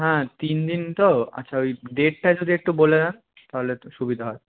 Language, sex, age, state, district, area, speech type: Bengali, male, 18-30, West Bengal, Kolkata, urban, conversation